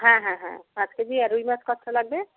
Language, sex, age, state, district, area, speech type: Bengali, female, 30-45, West Bengal, Jalpaiguri, rural, conversation